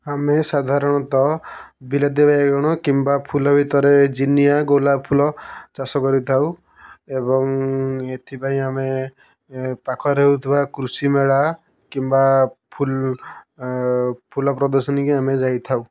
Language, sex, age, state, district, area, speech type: Odia, male, 30-45, Odisha, Kendujhar, urban, spontaneous